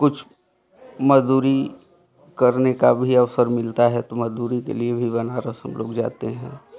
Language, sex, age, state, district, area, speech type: Hindi, male, 45-60, Uttar Pradesh, Chandauli, rural, spontaneous